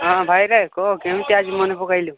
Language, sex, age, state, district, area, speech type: Odia, male, 18-30, Odisha, Nabarangpur, urban, conversation